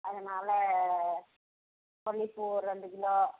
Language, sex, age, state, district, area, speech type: Tamil, female, 30-45, Tamil Nadu, Tirupattur, rural, conversation